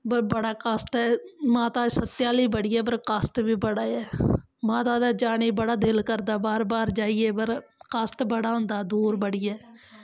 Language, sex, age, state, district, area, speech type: Dogri, female, 30-45, Jammu and Kashmir, Kathua, rural, spontaneous